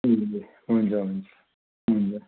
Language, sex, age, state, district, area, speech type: Nepali, male, 45-60, West Bengal, Kalimpong, rural, conversation